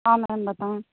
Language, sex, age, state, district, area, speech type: Urdu, female, 30-45, Bihar, Saharsa, rural, conversation